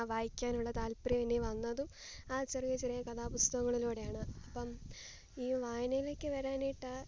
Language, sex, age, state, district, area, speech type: Malayalam, female, 18-30, Kerala, Alappuzha, rural, spontaneous